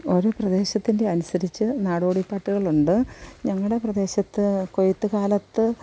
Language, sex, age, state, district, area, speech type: Malayalam, female, 45-60, Kerala, Kollam, rural, spontaneous